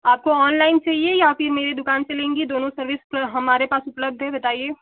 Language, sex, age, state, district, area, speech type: Hindi, female, 18-30, Uttar Pradesh, Chandauli, rural, conversation